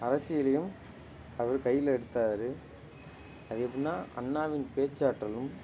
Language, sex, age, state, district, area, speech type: Tamil, male, 18-30, Tamil Nadu, Ariyalur, rural, spontaneous